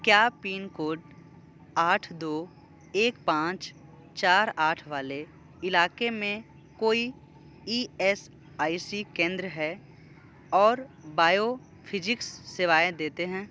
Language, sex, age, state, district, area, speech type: Hindi, male, 30-45, Uttar Pradesh, Sonbhadra, rural, read